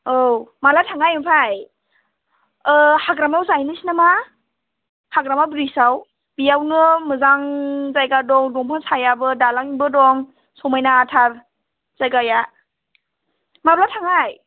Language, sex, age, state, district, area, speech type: Bodo, female, 30-45, Assam, Chirang, rural, conversation